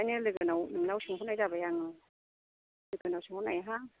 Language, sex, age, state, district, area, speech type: Bodo, female, 30-45, Assam, Chirang, urban, conversation